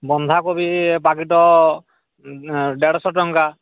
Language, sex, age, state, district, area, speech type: Odia, male, 18-30, Odisha, Balangir, urban, conversation